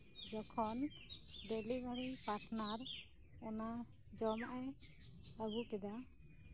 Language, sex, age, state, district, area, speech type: Santali, female, 30-45, West Bengal, Birbhum, rural, spontaneous